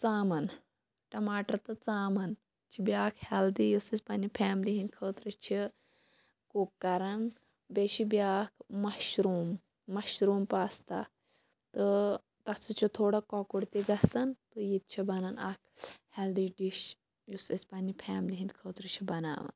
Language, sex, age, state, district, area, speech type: Kashmiri, female, 18-30, Jammu and Kashmir, Kulgam, rural, spontaneous